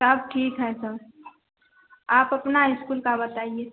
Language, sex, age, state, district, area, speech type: Hindi, female, 18-30, Bihar, Madhepura, rural, conversation